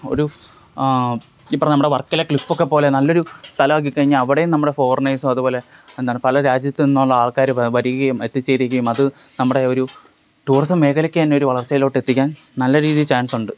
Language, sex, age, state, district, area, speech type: Malayalam, male, 18-30, Kerala, Kollam, rural, spontaneous